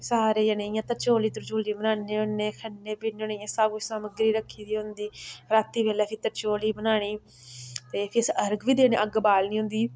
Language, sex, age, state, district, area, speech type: Dogri, female, 18-30, Jammu and Kashmir, Udhampur, rural, spontaneous